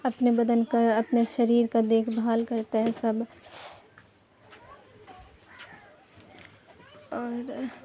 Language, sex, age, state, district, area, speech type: Urdu, female, 18-30, Bihar, Supaul, rural, spontaneous